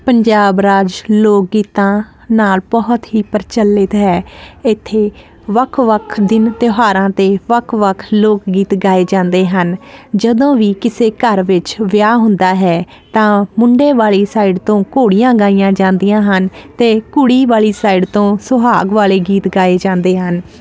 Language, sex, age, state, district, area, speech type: Punjabi, female, 30-45, Punjab, Ludhiana, urban, spontaneous